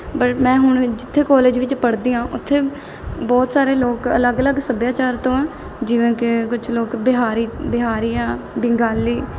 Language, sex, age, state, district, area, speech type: Punjabi, female, 18-30, Punjab, Mohali, urban, spontaneous